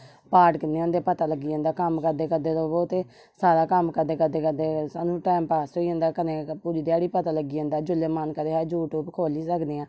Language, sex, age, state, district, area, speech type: Dogri, female, 30-45, Jammu and Kashmir, Samba, rural, spontaneous